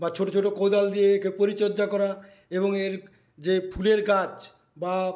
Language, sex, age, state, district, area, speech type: Bengali, male, 60+, West Bengal, Paschim Medinipur, rural, spontaneous